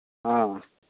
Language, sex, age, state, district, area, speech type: Manipuri, male, 30-45, Manipur, Churachandpur, rural, conversation